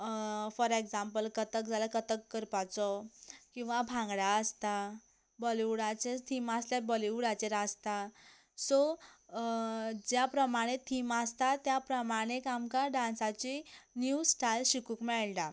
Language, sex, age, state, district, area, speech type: Goan Konkani, female, 18-30, Goa, Canacona, rural, spontaneous